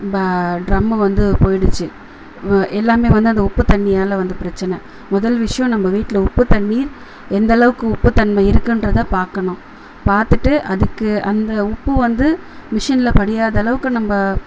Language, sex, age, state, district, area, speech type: Tamil, female, 30-45, Tamil Nadu, Chennai, urban, spontaneous